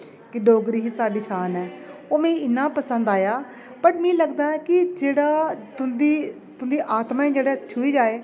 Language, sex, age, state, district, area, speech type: Dogri, female, 30-45, Jammu and Kashmir, Jammu, rural, spontaneous